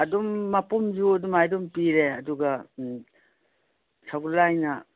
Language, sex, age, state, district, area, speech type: Manipuri, female, 60+, Manipur, Imphal East, rural, conversation